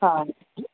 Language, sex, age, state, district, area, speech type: Sindhi, female, 18-30, Maharashtra, Thane, urban, conversation